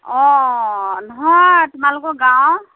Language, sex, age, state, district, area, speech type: Assamese, female, 30-45, Assam, Nagaon, rural, conversation